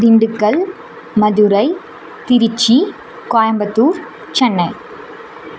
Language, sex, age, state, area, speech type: Tamil, female, 18-30, Tamil Nadu, urban, spontaneous